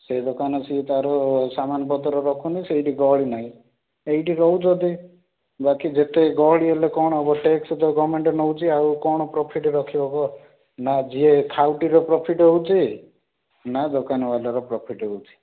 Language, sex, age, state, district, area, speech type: Odia, male, 18-30, Odisha, Rayagada, urban, conversation